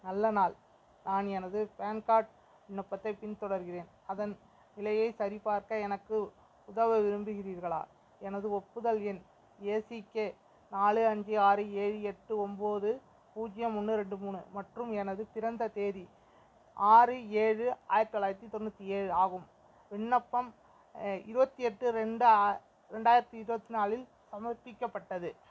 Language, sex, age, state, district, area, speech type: Tamil, male, 30-45, Tamil Nadu, Mayiladuthurai, rural, read